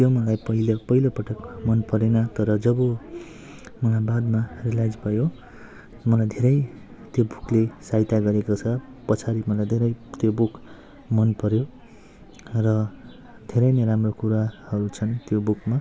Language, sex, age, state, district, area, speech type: Nepali, male, 30-45, West Bengal, Jalpaiguri, rural, spontaneous